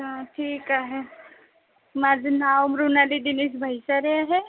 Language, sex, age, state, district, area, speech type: Marathi, female, 30-45, Maharashtra, Nagpur, urban, conversation